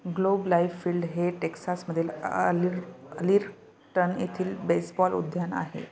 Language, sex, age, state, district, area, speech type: Marathi, female, 30-45, Maharashtra, Nanded, rural, read